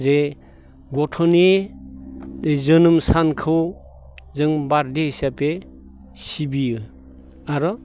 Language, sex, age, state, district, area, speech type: Bodo, male, 60+, Assam, Baksa, rural, spontaneous